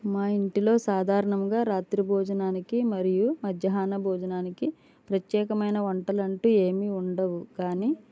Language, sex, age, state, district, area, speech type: Telugu, female, 60+, Andhra Pradesh, East Godavari, rural, spontaneous